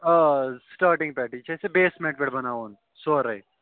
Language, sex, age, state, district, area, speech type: Kashmiri, male, 18-30, Jammu and Kashmir, Ganderbal, rural, conversation